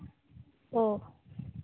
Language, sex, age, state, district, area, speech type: Santali, female, 18-30, Jharkhand, Seraikela Kharsawan, rural, conversation